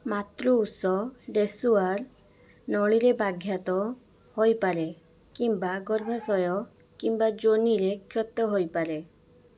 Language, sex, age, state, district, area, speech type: Odia, female, 18-30, Odisha, Balasore, rural, read